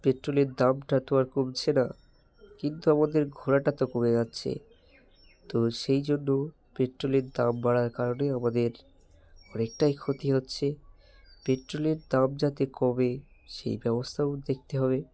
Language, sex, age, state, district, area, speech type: Bengali, male, 18-30, West Bengal, Hooghly, urban, spontaneous